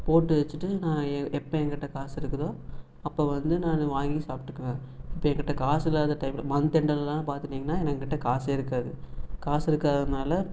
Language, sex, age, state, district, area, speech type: Tamil, male, 18-30, Tamil Nadu, Erode, urban, spontaneous